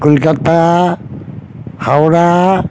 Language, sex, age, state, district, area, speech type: Bengali, male, 45-60, West Bengal, Uttar Dinajpur, rural, spontaneous